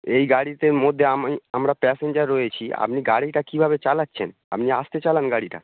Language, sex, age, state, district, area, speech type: Bengali, male, 18-30, West Bengal, Howrah, urban, conversation